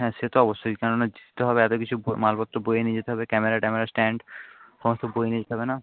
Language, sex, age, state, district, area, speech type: Bengali, male, 30-45, West Bengal, Nadia, rural, conversation